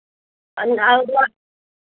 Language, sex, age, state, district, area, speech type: Hindi, female, 60+, Uttar Pradesh, Hardoi, rural, conversation